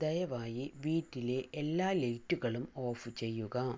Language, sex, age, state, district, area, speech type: Malayalam, female, 60+, Kerala, Palakkad, rural, read